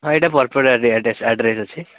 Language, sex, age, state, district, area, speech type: Odia, male, 18-30, Odisha, Cuttack, urban, conversation